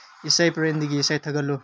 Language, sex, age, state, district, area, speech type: Manipuri, male, 18-30, Manipur, Senapati, urban, read